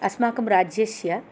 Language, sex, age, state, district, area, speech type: Sanskrit, female, 60+, Andhra Pradesh, Chittoor, urban, spontaneous